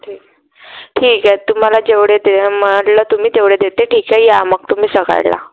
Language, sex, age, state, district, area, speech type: Marathi, female, 30-45, Maharashtra, Wardha, rural, conversation